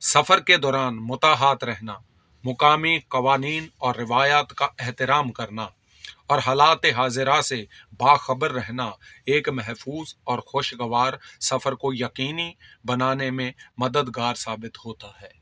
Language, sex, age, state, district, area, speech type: Urdu, male, 45-60, Delhi, South Delhi, urban, spontaneous